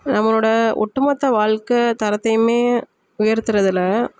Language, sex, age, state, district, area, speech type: Tamil, female, 30-45, Tamil Nadu, Sivaganga, rural, spontaneous